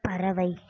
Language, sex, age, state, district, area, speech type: Tamil, female, 18-30, Tamil Nadu, Mayiladuthurai, urban, read